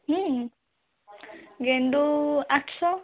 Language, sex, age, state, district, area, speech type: Odia, female, 18-30, Odisha, Bhadrak, rural, conversation